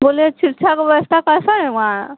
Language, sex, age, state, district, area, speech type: Maithili, female, 18-30, Bihar, Sitamarhi, rural, conversation